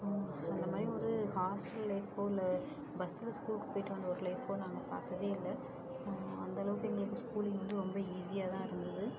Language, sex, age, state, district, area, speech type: Tamil, female, 30-45, Tamil Nadu, Ariyalur, rural, spontaneous